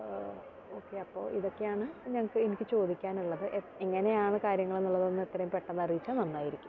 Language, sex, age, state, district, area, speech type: Malayalam, female, 18-30, Kerala, Thrissur, urban, spontaneous